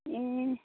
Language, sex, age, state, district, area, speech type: Nepali, female, 30-45, West Bengal, Kalimpong, rural, conversation